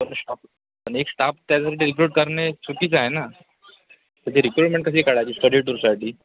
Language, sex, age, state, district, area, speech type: Marathi, male, 18-30, Maharashtra, Ratnagiri, rural, conversation